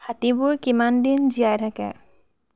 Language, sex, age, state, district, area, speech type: Assamese, female, 30-45, Assam, Biswanath, rural, read